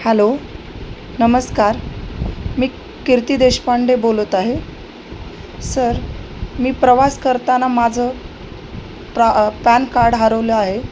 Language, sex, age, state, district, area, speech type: Marathi, female, 30-45, Maharashtra, Osmanabad, rural, spontaneous